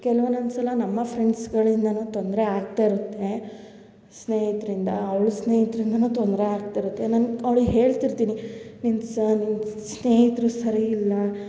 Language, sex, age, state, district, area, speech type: Kannada, female, 18-30, Karnataka, Hassan, urban, spontaneous